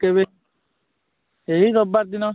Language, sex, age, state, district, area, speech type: Odia, male, 18-30, Odisha, Malkangiri, urban, conversation